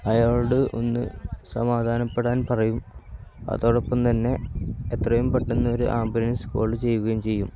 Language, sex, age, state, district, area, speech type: Malayalam, male, 18-30, Kerala, Kozhikode, rural, spontaneous